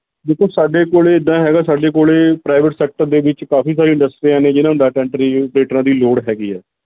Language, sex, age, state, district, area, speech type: Punjabi, male, 30-45, Punjab, Mohali, rural, conversation